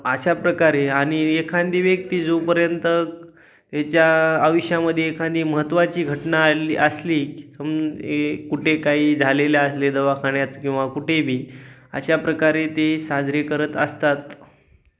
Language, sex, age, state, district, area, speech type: Marathi, male, 30-45, Maharashtra, Hingoli, urban, spontaneous